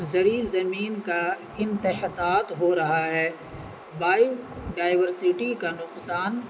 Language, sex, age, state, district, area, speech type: Urdu, male, 18-30, Bihar, Gaya, urban, spontaneous